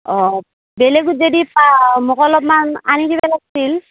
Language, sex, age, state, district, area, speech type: Assamese, female, 45-60, Assam, Darrang, rural, conversation